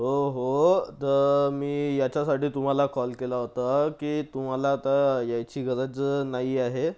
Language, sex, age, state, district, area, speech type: Marathi, male, 45-60, Maharashtra, Nagpur, urban, spontaneous